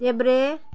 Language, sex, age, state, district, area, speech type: Nepali, female, 45-60, West Bengal, Jalpaiguri, urban, read